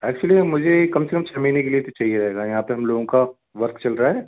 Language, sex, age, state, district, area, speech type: Hindi, male, 30-45, Madhya Pradesh, Gwalior, rural, conversation